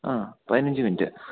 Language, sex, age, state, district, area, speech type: Malayalam, male, 18-30, Kerala, Idukki, rural, conversation